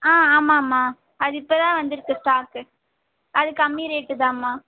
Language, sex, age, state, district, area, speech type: Tamil, female, 18-30, Tamil Nadu, Vellore, urban, conversation